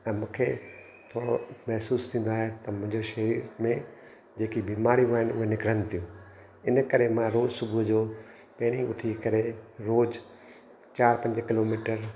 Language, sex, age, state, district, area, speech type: Sindhi, male, 60+, Gujarat, Kutch, urban, spontaneous